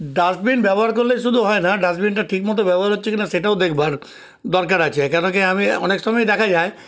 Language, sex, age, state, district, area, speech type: Bengali, male, 60+, West Bengal, Paschim Bardhaman, urban, spontaneous